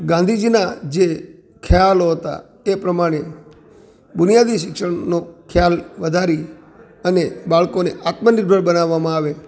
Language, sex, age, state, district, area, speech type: Gujarati, male, 45-60, Gujarat, Amreli, rural, spontaneous